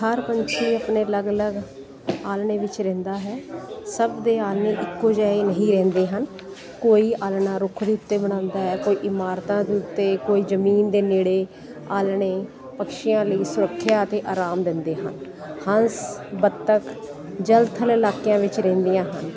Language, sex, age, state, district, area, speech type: Punjabi, female, 45-60, Punjab, Jalandhar, urban, spontaneous